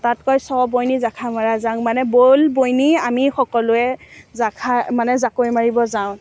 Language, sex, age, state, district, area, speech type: Assamese, female, 18-30, Assam, Morigaon, rural, spontaneous